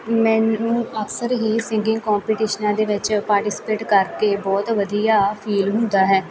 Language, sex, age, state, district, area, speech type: Punjabi, female, 18-30, Punjab, Muktsar, rural, spontaneous